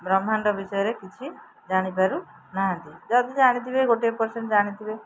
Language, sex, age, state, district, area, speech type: Odia, female, 45-60, Odisha, Jagatsinghpur, rural, spontaneous